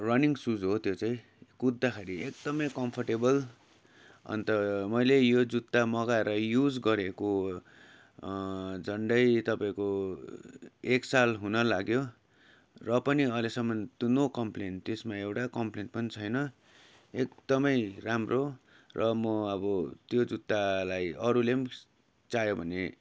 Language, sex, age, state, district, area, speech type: Nepali, male, 30-45, West Bengal, Darjeeling, rural, spontaneous